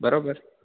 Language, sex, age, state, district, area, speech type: Gujarati, male, 18-30, Gujarat, Surat, rural, conversation